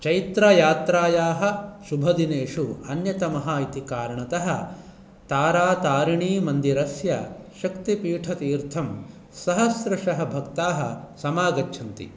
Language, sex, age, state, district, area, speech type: Sanskrit, male, 45-60, Karnataka, Bangalore Urban, urban, read